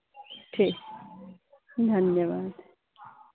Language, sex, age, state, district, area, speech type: Hindi, female, 45-60, Bihar, Madhepura, rural, conversation